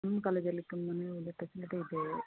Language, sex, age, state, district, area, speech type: Kannada, female, 30-45, Karnataka, Chitradurga, rural, conversation